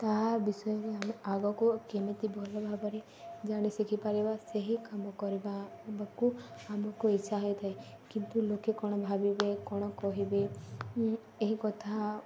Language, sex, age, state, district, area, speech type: Odia, female, 18-30, Odisha, Balangir, urban, spontaneous